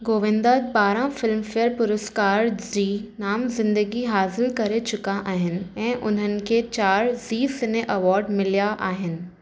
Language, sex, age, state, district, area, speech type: Sindhi, female, 18-30, Maharashtra, Thane, urban, read